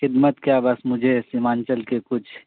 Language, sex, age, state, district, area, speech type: Urdu, male, 30-45, Bihar, Purnia, rural, conversation